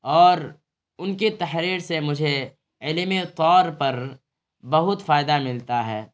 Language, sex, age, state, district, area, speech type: Urdu, male, 30-45, Bihar, Araria, rural, spontaneous